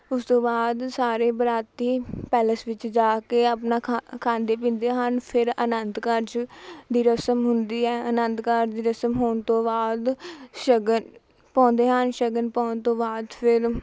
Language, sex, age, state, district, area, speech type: Punjabi, female, 18-30, Punjab, Mohali, rural, spontaneous